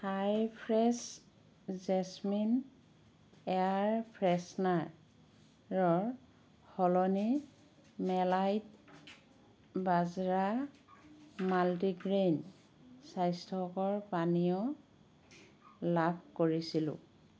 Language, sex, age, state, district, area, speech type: Assamese, female, 45-60, Assam, Dhemaji, rural, read